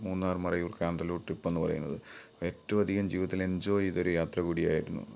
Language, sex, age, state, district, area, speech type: Malayalam, male, 30-45, Kerala, Kottayam, rural, spontaneous